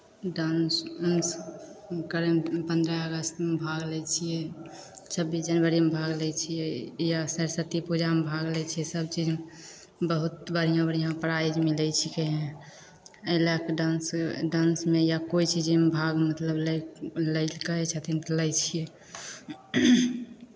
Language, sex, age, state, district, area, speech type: Maithili, female, 18-30, Bihar, Begusarai, urban, spontaneous